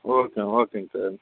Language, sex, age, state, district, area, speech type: Tamil, male, 45-60, Tamil Nadu, Dharmapuri, rural, conversation